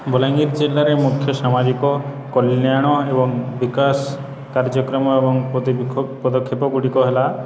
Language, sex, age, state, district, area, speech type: Odia, male, 30-45, Odisha, Balangir, urban, spontaneous